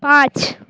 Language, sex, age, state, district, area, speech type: Bengali, female, 18-30, West Bengal, Purba Medinipur, rural, read